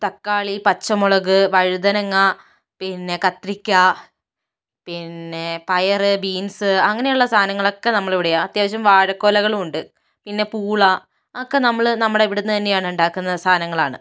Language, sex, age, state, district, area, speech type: Malayalam, female, 60+, Kerala, Kozhikode, rural, spontaneous